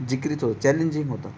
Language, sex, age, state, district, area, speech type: Marathi, male, 18-30, Maharashtra, Ratnagiri, rural, spontaneous